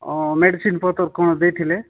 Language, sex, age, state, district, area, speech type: Odia, male, 45-60, Odisha, Nabarangpur, rural, conversation